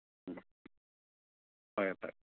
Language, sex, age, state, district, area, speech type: Manipuri, male, 30-45, Manipur, Bishnupur, rural, conversation